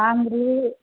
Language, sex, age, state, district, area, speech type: Tamil, female, 60+, Tamil Nadu, Kallakurichi, urban, conversation